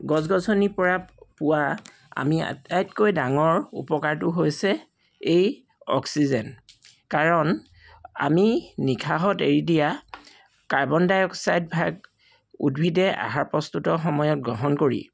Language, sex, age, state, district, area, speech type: Assamese, male, 45-60, Assam, Charaideo, urban, spontaneous